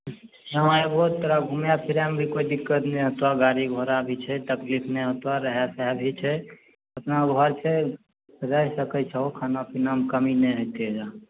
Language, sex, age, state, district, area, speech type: Maithili, male, 18-30, Bihar, Begusarai, urban, conversation